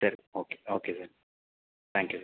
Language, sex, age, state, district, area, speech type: Tamil, male, 18-30, Tamil Nadu, Pudukkottai, rural, conversation